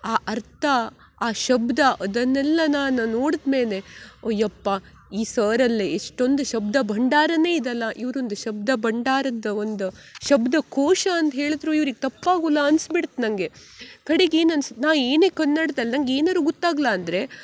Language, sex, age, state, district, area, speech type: Kannada, female, 18-30, Karnataka, Uttara Kannada, rural, spontaneous